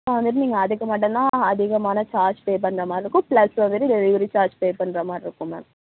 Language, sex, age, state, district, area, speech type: Tamil, female, 45-60, Tamil Nadu, Tiruvarur, rural, conversation